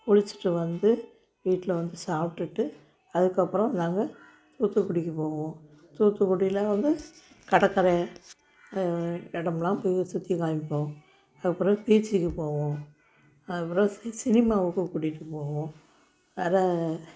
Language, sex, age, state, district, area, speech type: Tamil, female, 60+, Tamil Nadu, Thoothukudi, rural, spontaneous